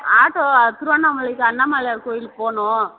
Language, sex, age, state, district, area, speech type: Tamil, female, 45-60, Tamil Nadu, Tiruvannamalai, urban, conversation